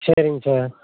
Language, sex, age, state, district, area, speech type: Tamil, male, 45-60, Tamil Nadu, Madurai, urban, conversation